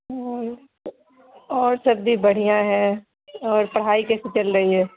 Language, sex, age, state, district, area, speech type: Urdu, female, 45-60, Bihar, Khagaria, rural, conversation